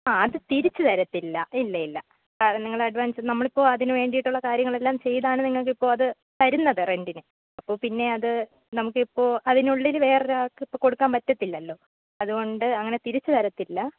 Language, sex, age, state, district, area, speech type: Malayalam, female, 18-30, Kerala, Thiruvananthapuram, rural, conversation